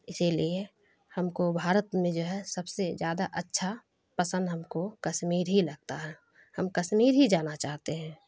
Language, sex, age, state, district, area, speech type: Urdu, female, 30-45, Bihar, Khagaria, rural, spontaneous